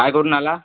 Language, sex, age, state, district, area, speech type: Marathi, male, 18-30, Maharashtra, Amravati, rural, conversation